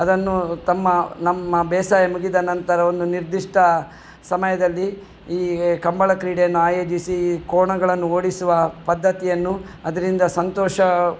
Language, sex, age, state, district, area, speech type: Kannada, male, 45-60, Karnataka, Udupi, rural, spontaneous